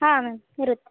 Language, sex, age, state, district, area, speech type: Kannada, female, 18-30, Karnataka, Bellary, rural, conversation